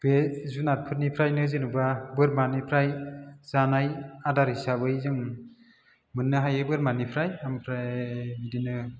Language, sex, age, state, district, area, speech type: Bodo, male, 30-45, Assam, Chirang, urban, spontaneous